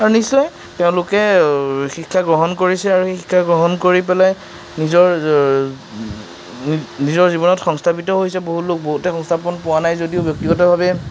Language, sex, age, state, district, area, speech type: Assamese, male, 60+, Assam, Darrang, rural, spontaneous